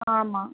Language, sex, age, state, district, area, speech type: Tamil, male, 30-45, Tamil Nadu, Cuddalore, urban, conversation